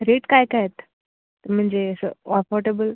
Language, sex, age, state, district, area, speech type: Marathi, female, 18-30, Maharashtra, Raigad, rural, conversation